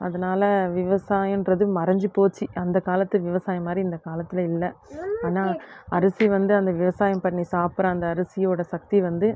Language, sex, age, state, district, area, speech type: Tamil, female, 30-45, Tamil Nadu, Krishnagiri, rural, spontaneous